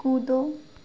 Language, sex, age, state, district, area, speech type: Hindi, female, 18-30, Madhya Pradesh, Chhindwara, urban, read